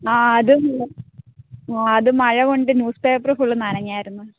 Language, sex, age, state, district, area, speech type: Malayalam, female, 18-30, Kerala, Alappuzha, rural, conversation